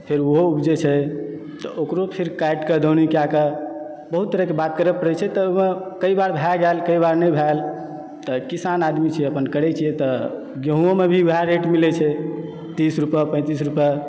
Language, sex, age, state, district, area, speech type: Maithili, male, 30-45, Bihar, Supaul, rural, spontaneous